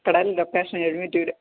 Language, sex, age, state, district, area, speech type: Malayalam, female, 60+, Kerala, Pathanamthitta, rural, conversation